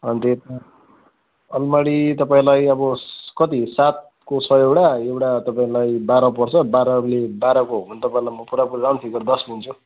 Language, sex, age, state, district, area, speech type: Nepali, male, 30-45, West Bengal, Kalimpong, rural, conversation